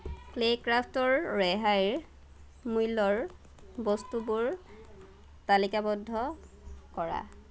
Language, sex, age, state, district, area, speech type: Assamese, female, 18-30, Assam, Nagaon, rural, read